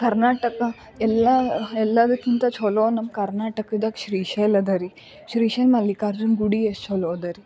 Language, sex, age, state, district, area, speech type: Kannada, female, 18-30, Karnataka, Gulbarga, urban, spontaneous